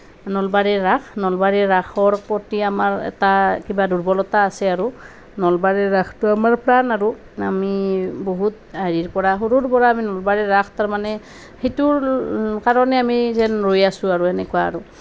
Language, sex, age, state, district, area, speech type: Assamese, female, 30-45, Assam, Nalbari, rural, spontaneous